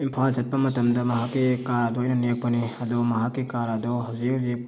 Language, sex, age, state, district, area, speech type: Manipuri, male, 30-45, Manipur, Thoubal, rural, spontaneous